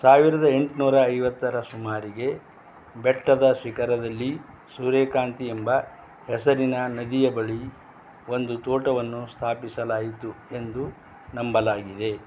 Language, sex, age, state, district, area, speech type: Kannada, male, 60+, Karnataka, Bidar, urban, read